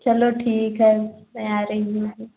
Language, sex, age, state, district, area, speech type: Hindi, female, 18-30, Uttar Pradesh, Prayagraj, rural, conversation